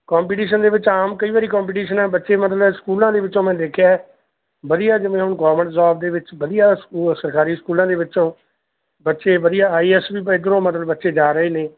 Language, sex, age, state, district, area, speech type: Punjabi, male, 45-60, Punjab, Mansa, urban, conversation